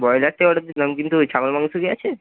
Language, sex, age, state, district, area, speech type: Bengali, male, 18-30, West Bengal, Purba Medinipur, rural, conversation